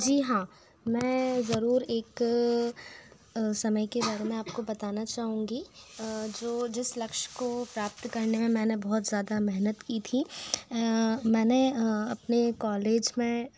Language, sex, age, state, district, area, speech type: Hindi, female, 30-45, Madhya Pradesh, Bhopal, urban, spontaneous